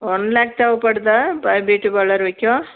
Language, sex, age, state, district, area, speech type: Tamil, female, 45-60, Tamil Nadu, Tirupattur, rural, conversation